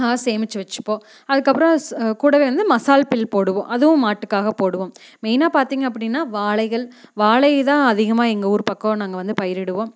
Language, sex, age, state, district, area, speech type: Tamil, female, 18-30, Tamil Nadu, Coimbatore, rural, spontaneous